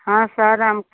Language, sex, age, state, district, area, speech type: Hindi, female, 45-60, Uttar Pradesh, Chandauli, urban, conversation